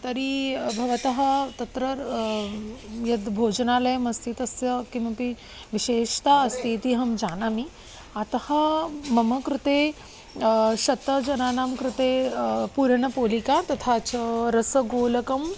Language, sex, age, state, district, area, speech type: Sanskrit, female, 30-45, Maharashtra, Nagpur, urban, spontaneous